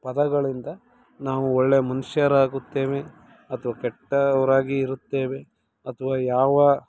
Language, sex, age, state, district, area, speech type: Kannada, male, 30-45, Karnataka, Mandya, rural, spontaneous